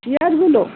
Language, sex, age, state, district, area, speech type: Bengali, female, 60+, West Bengal, Darjeeling, rural, conversation